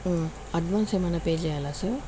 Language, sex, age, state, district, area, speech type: Telugu, female, 60+, Andhra Pradesh, Sri Balaji, urban, spontaneous